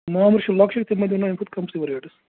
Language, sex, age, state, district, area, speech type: Kashmiri, male, 30-45, Jammu and Kashmir, Bandipora, rural, conversation